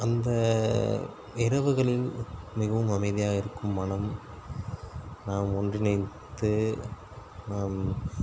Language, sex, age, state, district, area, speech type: Tamil, male, 30-45, Tamil Nadu, Pudukkottai, rural, spontaneous